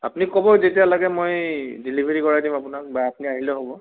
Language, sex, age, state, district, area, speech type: Assamese, male, 45-60, Assam, Morigaon, rural, conversation